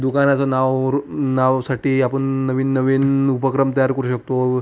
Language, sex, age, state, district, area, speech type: Marathi, male, 30-45, Maharashtra, Amravati, rural, spontaneous